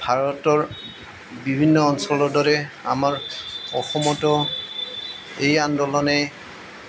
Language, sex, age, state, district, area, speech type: Assamese, male, 60+, Assam, Goalpara, urban, spontaneous